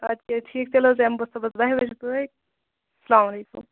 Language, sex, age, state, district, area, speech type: Kashmiri, female, 30-45, Jammu and Kashmir, Kupwara, rural, conversation